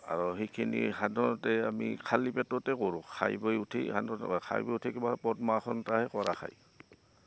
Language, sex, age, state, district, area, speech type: Assamese, male, 60+, Assam, Goalpara, urban, spontaneous